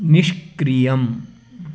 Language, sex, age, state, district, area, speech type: Sanskrit, male, 18-30, Karnataka, Chikkamagaluru, rural, read